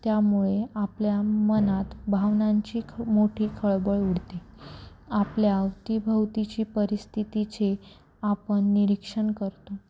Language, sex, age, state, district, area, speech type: Marathi, female, 18-30, Maharashtra, Nashik, urban, spontaneous